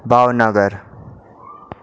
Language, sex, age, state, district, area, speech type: Gujarati, male, 18-30, Gujarat, Ahmedabad, urban, spontaneous